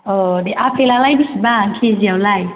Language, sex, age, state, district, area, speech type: Bodo, female, 30-45, Assam, Chirang, urban, conversation